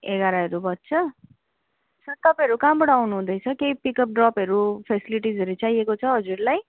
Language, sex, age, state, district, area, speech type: Nepali, female, 18-30, West Bengal, Darjeeling, rural, conversation